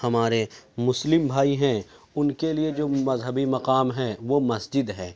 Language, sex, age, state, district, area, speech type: Urdu, male, 30-45, Uttar Pradesh, Ghaziabad, urban, spontaneous